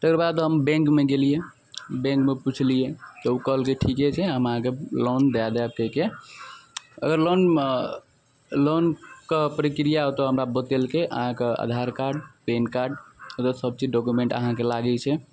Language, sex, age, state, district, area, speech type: Maithili, male, 18-30, Bihar, Araria, rural, spontaneous